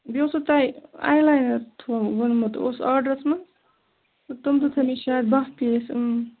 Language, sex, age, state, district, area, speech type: Kashmiri, female, 18-30, Jammu and Kashmir, Bandipora, rural, conversation